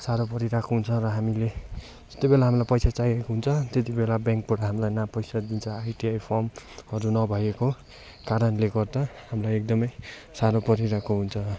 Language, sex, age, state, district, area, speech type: Nepali, male, 18-30, West Bengal, Darjeeling, rural, spontaneous